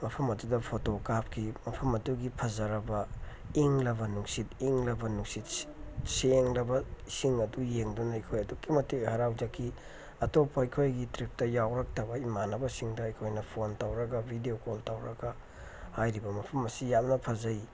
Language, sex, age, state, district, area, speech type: Manipuri, male, 30-45, Manipur, Tengnoupal, rural, spontaneous